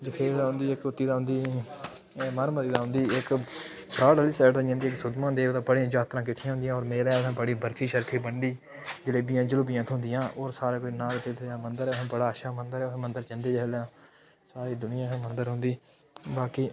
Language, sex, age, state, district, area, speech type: Dogri, male, 18-30, Jammu and Kashmir, Udhampur, rural, spontaneous